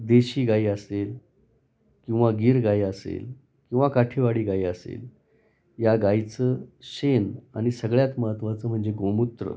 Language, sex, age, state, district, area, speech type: Marathi, male, 45-60, Maharashtra, Nashik, urban, spontaneous